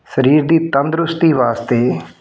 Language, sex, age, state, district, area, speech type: Punjabi, male, 45-60, Punjab, Tarn Taran, rural, spontaneous